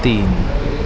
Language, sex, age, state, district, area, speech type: Marathi, male, 18-30, Maharashtra, Mumbai Suburban, urban, read